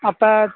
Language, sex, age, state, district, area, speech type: Tamil, male, 18-30, Tamil Nadu, Cuddalore, rural, conversation